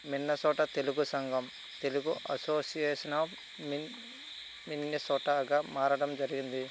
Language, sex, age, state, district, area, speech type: Telugu, male, 30-45, Andhra Pradesh, Vizianagaram, rural, spontaneous